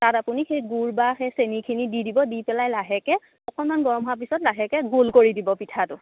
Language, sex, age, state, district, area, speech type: Assamese, female, 18-30, Assam, Dibrugarh, rural, conversation